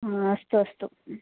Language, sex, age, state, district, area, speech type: Sanskrit, female, 18-30, Kerala, Thrissur, rural, conversation